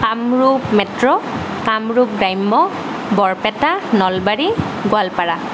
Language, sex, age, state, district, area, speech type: Assamese, female, 30-45, Assam, Barpeta, urban, spontaneous